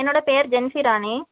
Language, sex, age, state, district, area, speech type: Tamil, female, 30-45, Tamil Nadu, Kanyakumari, urban, conversation